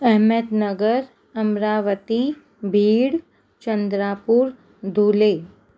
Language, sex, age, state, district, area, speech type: Sindhi, female, 30-45, Maharashtra, Mumbai Suburban, urban, spontaneous